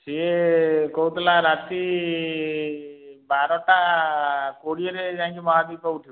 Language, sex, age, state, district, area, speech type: Odia, male, 30-45, Odisha, Dhenkanal, rural, conversation